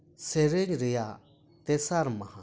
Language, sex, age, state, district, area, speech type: Santali, male, 30-45, West Bengal, Dakshin Dinajpur, rural, read